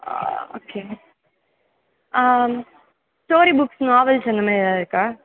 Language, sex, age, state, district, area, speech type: Tamil, male, 18-30, Tamil Nadu, Sivaganga, rural, conversation